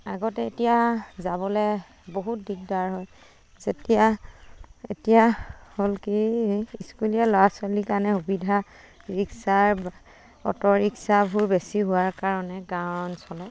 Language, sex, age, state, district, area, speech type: Assamese, female, 30-45, Assam, Dibrugarh, rural, spontaneous